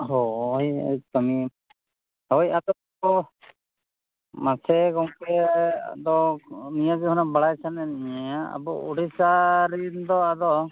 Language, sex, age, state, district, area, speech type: Santali, male, 30-45, Odisha, Mayurbhanj, rural, conversation